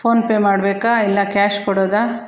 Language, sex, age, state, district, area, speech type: Kannada, female, 45-60, Karnataka, Bangalore Rural, rural, spontaneous